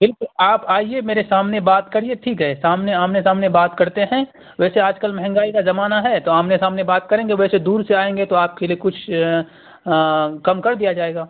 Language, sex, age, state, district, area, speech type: Urdu, male, 18-30, Bihar, Purnia, rural, conversation